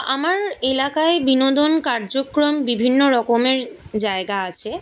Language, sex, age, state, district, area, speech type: Bengali, female, 18-30, West Bengal, Kolkata, urban, spontaneous